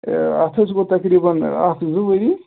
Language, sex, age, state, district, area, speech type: Kashmiri, male, 30-45, Jammu and Kashmir, Ganderbal, rural, conversation